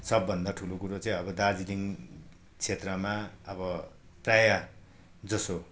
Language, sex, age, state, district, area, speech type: Nepali, male, 45-60, West Bengal, Darjeeling, rural, spontaneous